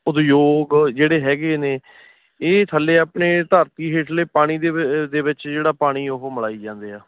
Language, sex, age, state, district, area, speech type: Punjabi, male, 30-45, Punjab, Ludhiana, rural, conversation